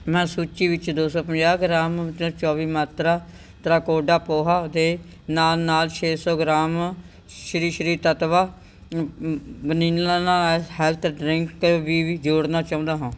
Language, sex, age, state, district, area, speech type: Punjabi, female, 60+, Punjab, Bathinda, urban, read